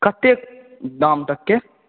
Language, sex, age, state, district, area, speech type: Maithili, male, 30-45, Bihar, Supaul, rural, conversation